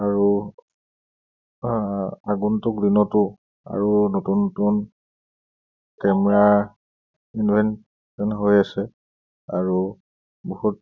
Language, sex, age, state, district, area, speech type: Assamese, male, 30-45, Assam, Tinsukia, urban, spontaneous